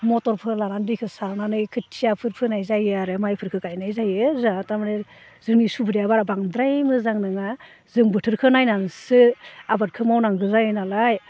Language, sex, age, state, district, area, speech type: Bodo, female, 30-45, Assam, Baksa, rural, spontaneous